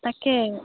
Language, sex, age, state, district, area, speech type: Assamese, female, 18-30, Assam, Golaghat, urban, conversation